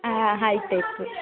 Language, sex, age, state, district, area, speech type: Kannada, female, 18-30, Karnataka, Udupi, rural, conversation